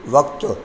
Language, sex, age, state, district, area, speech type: Sindhi, male, 60+, Madhya Pradesh, Katni, rural, read